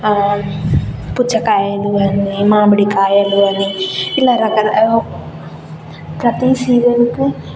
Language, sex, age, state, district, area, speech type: Telugu, female, 18-30, Telangana, Jayashankar, rural, spontaneous